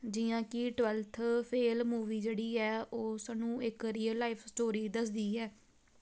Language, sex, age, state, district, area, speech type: Dogri, female, 18-30, Jammu and Kashmir, Samba, rural, spontaneous